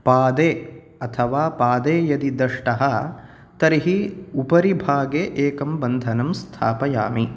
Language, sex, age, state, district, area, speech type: Sanskrit, male, 18-30, Karnataka, Uttara Kannada, rural, spontaneous